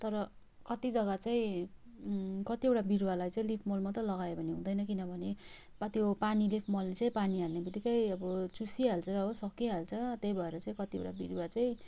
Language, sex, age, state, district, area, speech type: Nepali, female, 30-45, West Bengal, Kalimpong, rural, spontaneous